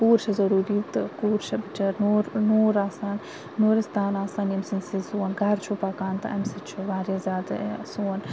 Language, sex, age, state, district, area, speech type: Kashmiri, female, 30-45, Jammu and Kashmir, Srinagar, urban, spontaneous